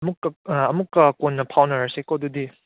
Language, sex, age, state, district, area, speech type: Manipuri, male, 18-30, Manipur, Churachandpur, urban, conversation